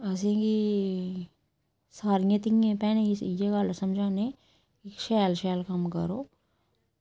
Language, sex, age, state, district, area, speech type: Dogri, female, 30-45, Jammu and Kashmir, Samba, rural, spontaneous